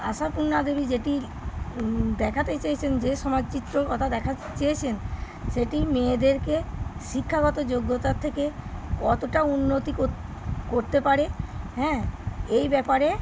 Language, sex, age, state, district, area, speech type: Bengali, female, 30-45, West Bengal, Birbhum, urban, spontaneous